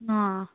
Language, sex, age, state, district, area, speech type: Dogri, female, 18-30, Jammu and Kashmir, Udhampur, rural, conversation